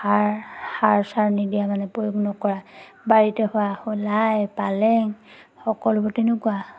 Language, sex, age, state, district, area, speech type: Assamese, female, 30-45, Assam, Majuli, urban, spontaneous